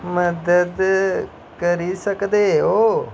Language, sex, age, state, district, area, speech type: Dogri, male, 45-60, Jammu and Kashmir, Jammu, rural, read